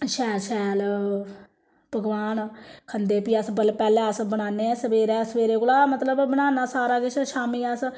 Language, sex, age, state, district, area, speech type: Dogri, female, 30-45, Jammu and Kashmir, Samba, rural, spontaneous